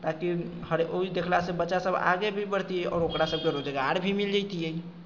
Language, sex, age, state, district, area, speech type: Maithili, male, 45-60, Bihar, Sitamarhi, urban, spontaneous